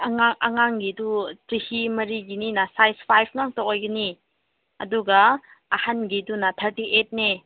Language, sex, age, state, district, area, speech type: Manipuri, female, 30-45, Manipur, Senapati, urban, conversation